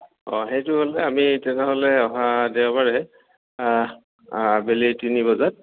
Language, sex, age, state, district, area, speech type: Assamese, male, 45-60, Assam, Goalpara, urban, conversation